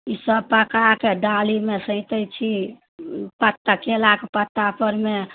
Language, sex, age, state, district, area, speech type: Maithili, female, 45-60, Bihar, Samastipur, rural, conversation